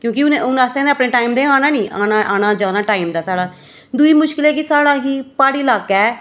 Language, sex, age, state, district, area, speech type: Dogri, female, 30-45, Jammu and Kashmir, Reasi, rural, spontaneous